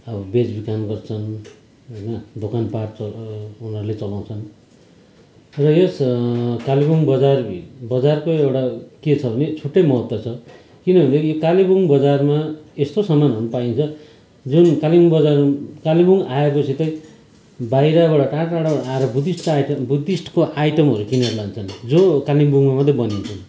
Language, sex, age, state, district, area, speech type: Nepali, male, 45-60, West Bengal, Kalimpong, rural, spontaneous